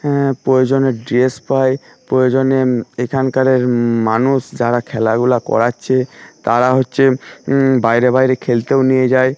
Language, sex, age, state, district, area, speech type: Bengali, male, 45-60, West Bengal, Paschim Medinipur, rural, spontaneous